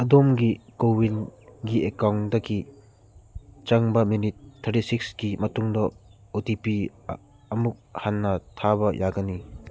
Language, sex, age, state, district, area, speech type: Manipuri, male, 30-45, Manipur, Churachandpur, rural, read